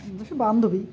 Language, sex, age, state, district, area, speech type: Bengali, male, 30-45, West Bengal, Uttar Dinajpur, urban, spontaneous